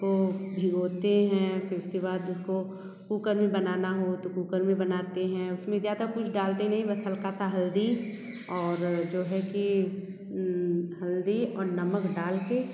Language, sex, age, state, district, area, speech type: Hindi, female, 30-45, Uttar Pradesh, Bhadohi, urban, spontaneous